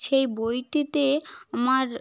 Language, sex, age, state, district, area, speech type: Bengali, female, 18-30, West Bengal, South 24 Parganas, rural, spontaneous